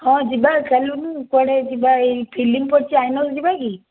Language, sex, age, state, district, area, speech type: Odia, female, 30-45, Odisha, Cuttack, urban, conversation